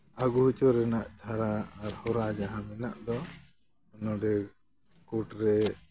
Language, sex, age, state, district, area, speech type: Santali, male, 60+, West Bengal, Jhargram, rural, spontaneous